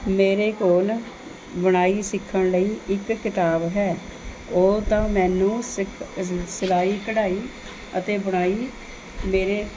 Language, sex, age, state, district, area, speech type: Punjabi, female, 45-60, Punjab, Mohali, urban, spontaneous